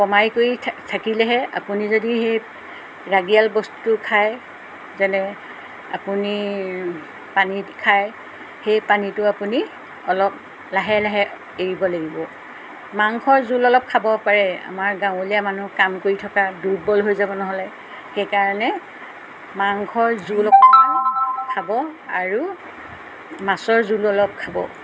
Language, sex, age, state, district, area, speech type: Assamese, female, 60+, Assam, Golaghat, urban, spontaneous